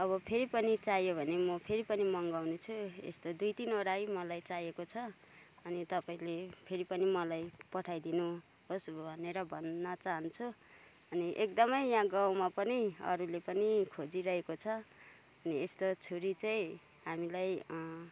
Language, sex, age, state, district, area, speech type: Nepali, female, 30-45, West Bengal, Kalimpong, rural, spontaneous